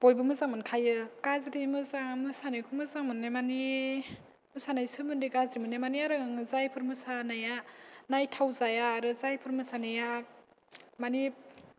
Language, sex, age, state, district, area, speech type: Bodo, female, 18-30, Assam, Kokrajhar, rural, spontaneous